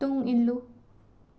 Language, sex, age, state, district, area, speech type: Manipuri, female, 18-30, Manipur, Imphal West, rural, read